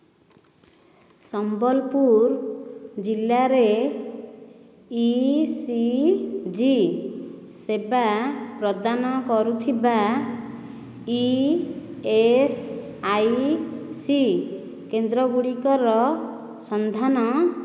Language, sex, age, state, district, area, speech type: Odia, female, 45-60, Odisha, Nayagarh, rural, read